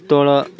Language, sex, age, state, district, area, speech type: Odia, male, 30-45, Odisha, Koraput, urban, read